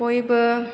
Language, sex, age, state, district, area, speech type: Bodo, female, 60+, Assam, Chirang, rural, spontaneous